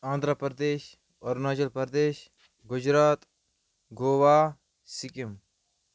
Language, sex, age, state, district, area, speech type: Kashmiri, male, 30-45, Jammu and Kashmir, Bandipora, rural, spontaneous